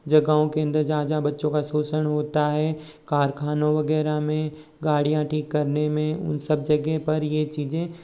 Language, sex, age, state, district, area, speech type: Hindi, male, 60+, Rajasthan, Jodhpur, rural, spontaneous